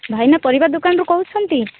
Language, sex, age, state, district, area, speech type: Odia, female, 18-30, Odisha, Rayagada, rural, conversation